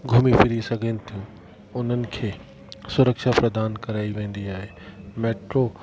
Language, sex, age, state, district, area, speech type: Sindhi, male, 45-60, Delhi, South Delhi, urban, spontaneous